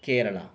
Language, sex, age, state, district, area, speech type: Sanskrit, male, 45-60, Karnataka, Chamarajanagar, urban, spontaneous